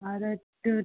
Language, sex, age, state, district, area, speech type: Hindi, female, 18-30, Uttar Pradesh, Chandauli, rural, conversation